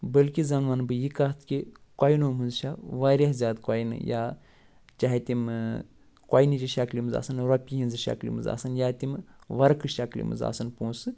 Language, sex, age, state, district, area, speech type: Kashmiri, male, 45-60, Jammu and Kashmir, Ganderbal, urban, spontaneous